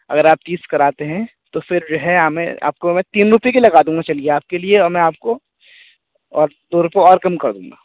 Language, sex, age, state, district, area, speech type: Urdu, male, 18-30, Uttar Pradesh, Muzaffarnagar, urban, conversation